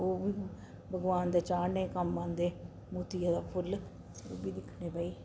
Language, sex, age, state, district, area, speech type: Dogri, female, 60+, Jammu and Kashmir, Reasi, urban, spontaneous